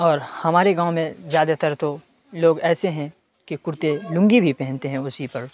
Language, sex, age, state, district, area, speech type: Urdu, male, 18-30, Bihar, Saharsa, rural, spontaneous